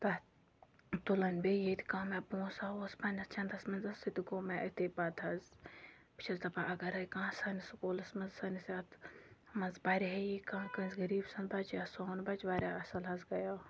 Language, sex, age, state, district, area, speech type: Kashmiri, female, 18-30, Jammu and Kashmir, Bandipora, rural, spontaneous